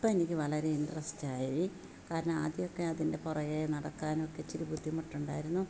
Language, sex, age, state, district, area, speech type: Malayalam, female, 60+, Kerala, Kollam, rural, spontaneous